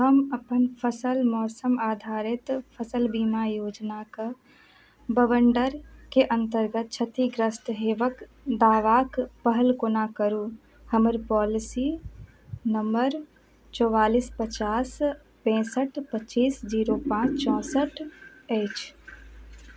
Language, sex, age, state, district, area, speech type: Maithili, female, 30-45, Bihar, Madhubani, rural, read